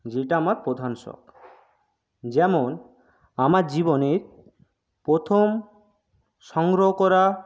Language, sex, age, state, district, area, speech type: Bengali, male, 30-45, West Bengal, Jhargram, rural, spontaneous